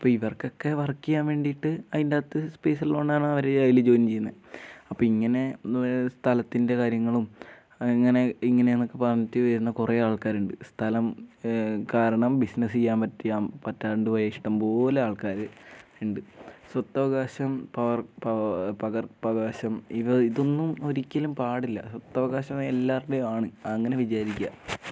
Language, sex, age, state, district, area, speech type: Malayalam, male, 18-30, Kerala, Wayanad, rural, spontaneous